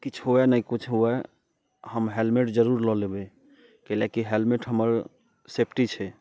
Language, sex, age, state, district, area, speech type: Maithili, male, 30-45, Bihar, Muzaffarpur, urban, spontaneous